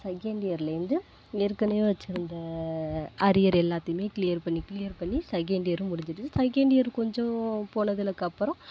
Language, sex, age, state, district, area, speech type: Tamil, female, 18-30, Tamil Nadu, Nagapattinam, rural, spontaneous